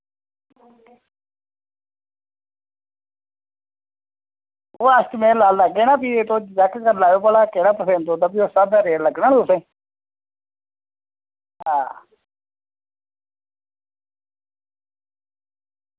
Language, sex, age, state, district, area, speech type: Dogri, male, 30-45, Jammu and Kashmir, Reasi, rural, conversation